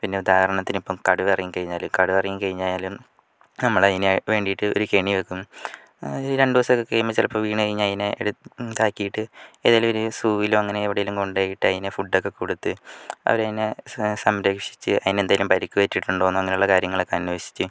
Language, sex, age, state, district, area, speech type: Malayalam, male, 45-60, Kerala, Kozhikode, urban, spontaneous